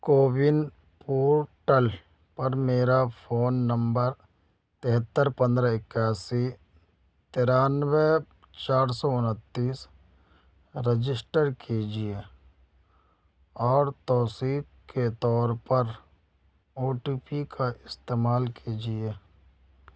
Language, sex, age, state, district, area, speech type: Urdu, male, 30-45, Uttar Pradesh, Ghaziabad, urban, read